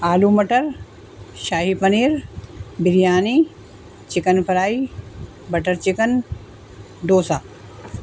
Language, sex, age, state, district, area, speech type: Urdu, female, 60+, Delhi, North East Delhi, urban, spontaneous